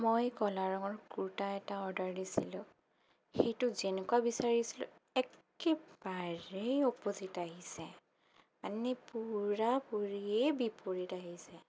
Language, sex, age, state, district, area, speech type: Assamese, female, 30-45, Assam, Sonitpur, rural, spontaneous